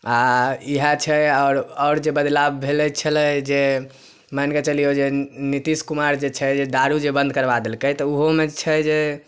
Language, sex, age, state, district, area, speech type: Maithili, male, 18-30, Bihar, Samastipur, rural, spontaneous